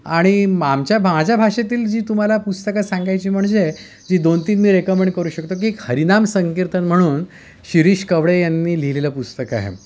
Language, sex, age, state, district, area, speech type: Marathi, male, 30-45, Maharashtra, Yavatmal, urban, spontaneous